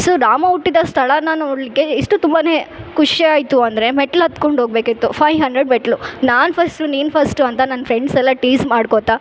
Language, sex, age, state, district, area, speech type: Kannada, female, 18-30, Karnataka, Bellary, urban, spontaneous